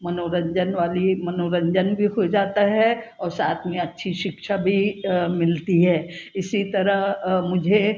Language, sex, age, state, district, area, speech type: Hindi, female, 60+, Madhya Pradesh, Jabalpur, urban, spontaneous